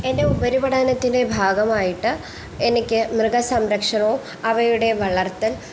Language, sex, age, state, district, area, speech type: Malayalam, female, 18-30, Kerala, Thiruvananthapuram, rural, spontaneous